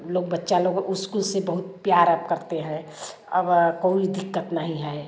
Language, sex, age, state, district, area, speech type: Hindi, female, 60+, Uttar Pradesh, Varanasi, rural, spontaneous